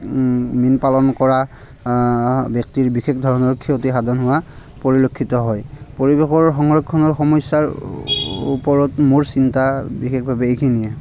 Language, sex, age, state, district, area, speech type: Assamese, male, 30-45, Assam, Barpeta, rural, spontaneous